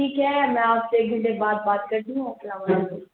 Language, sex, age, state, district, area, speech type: Urdu, female, 18-30, Bihar, Supaul, rural, conversation